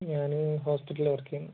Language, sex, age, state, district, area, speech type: Malayalam, male, 45-60, Kerala, Kozhikode, urban, conversation